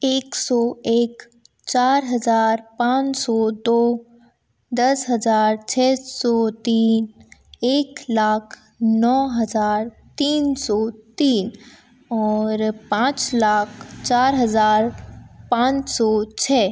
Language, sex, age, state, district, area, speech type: Hindi, female, 18-30, Madhya Pradesh, Ujjain, urban, spontaneous